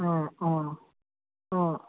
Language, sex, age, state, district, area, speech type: Assamese, female, 45-60, Assam, Sivasagar, rural, conversation